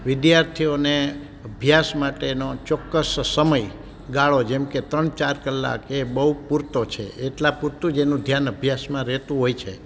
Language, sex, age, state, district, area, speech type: Gujarati, male, 60+, Gujarat, Amreli, rural, spontaneous